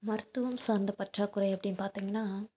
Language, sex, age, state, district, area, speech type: Tamil, female, 18-30, Tamil Nadu, Tiruppur, rural, spontaneous